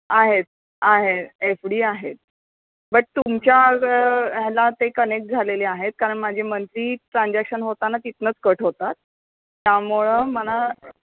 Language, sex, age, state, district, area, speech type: Marathi, female, 30-45, Maharashtra, Kolhapur, urban, conversation